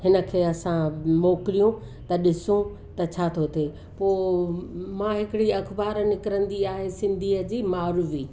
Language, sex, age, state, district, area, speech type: Sindhi, female, 60+, Uttar Pradesh, Lucknow, urban, spontaneous